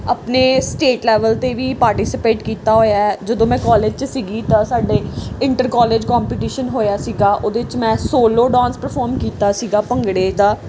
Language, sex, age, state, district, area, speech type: Punjabi, female, 18-30, Punjab, Pathankot, rural, spontaneous